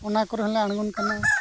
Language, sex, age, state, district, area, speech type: Santali, male, 45-60, Odisha, Mayurbhanj, rural, spontaneous